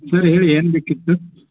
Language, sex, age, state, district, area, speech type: Kannada, male, 45-60, Karnataka, Koppal, rural, conversation